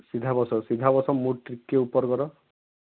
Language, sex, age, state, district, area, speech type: Odia, male, 18-30, Odisha, Bargarh, urban, conversation